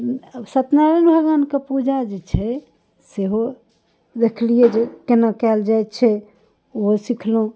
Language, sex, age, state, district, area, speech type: Maithili, female, 30-45, Bihar, Darbhanga, urban, spontaneous